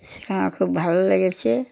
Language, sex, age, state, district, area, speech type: Bengali, female, 60+, West Bengal, Darjeeling, rural, spontaneous